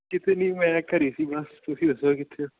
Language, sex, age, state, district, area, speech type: Punjabi, male, 18-30, Punjab, Patiala, rural, conversation